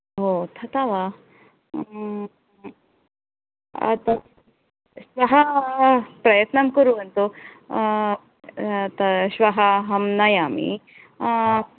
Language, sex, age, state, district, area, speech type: Sanskrit, female, 30-45, Karnataka, Bangalore Urban, urban, conversation